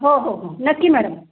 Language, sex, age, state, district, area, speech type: Marathi, female, 30-45, Maharashtra, Raigad, rural, conversation